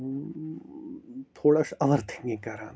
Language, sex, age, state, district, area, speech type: Kashmiri, male, 30-45, Jammu and Kashmir, Bandipora, rural, spontaneous